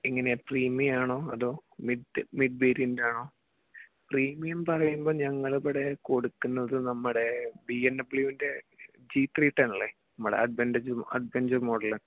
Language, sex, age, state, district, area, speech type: Malayalam, male, 18-30, Kerala, Palakkad, urban, conversation